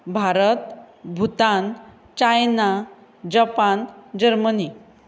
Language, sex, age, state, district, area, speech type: Goan Konkani, female, 45-60, Goa, Ponda, rural, spontaneous